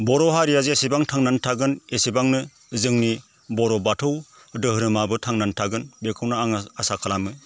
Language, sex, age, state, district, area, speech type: Bodo, male, 45-60, Assam, Baksa, rural, spontaneous